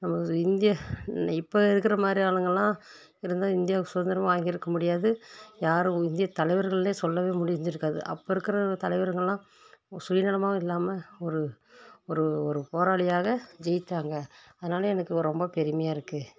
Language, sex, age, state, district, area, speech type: Tamil, female, 30-45, Tamil Nadu, Tirupattur, rural, spontaneous